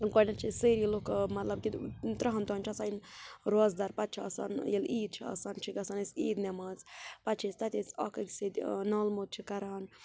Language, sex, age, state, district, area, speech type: Kashmiri, female, 30-45, Jammu and Kashmir, Budgam, rural, spontaneous